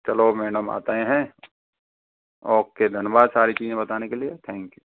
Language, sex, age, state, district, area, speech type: Hindi, male, 18-30, Rajasthan, Karauli, rural, conversation